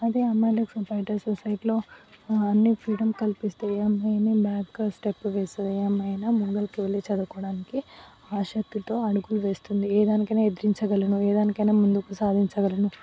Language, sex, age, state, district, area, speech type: Telugu, female, 18-30, Telangana, Vikarabad, rural, spontaneous